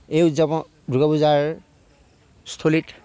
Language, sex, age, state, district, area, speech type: Assamese, male, 30-45, Assam, Darrang, rural, spontaneous